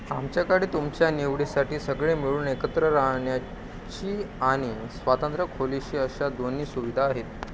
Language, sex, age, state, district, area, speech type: Marathi, male, 18-30, Maharashtra, Wardha, rural, read